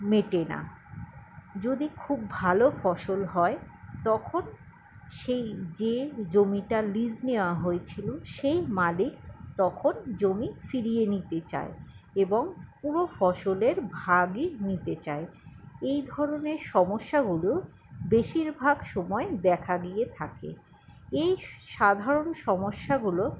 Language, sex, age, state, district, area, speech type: Bengali, female, 60+, West Bengal, Paschim Bardhaman, rural, spontaneous